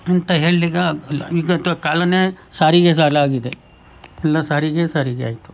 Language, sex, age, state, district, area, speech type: Kannada, male, 60+, Karnataka, Udupi, rural, spontaneous